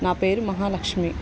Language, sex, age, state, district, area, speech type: Telugu, female, 30-45, Andhra Pradesh, Bapatla, urban, spontaneous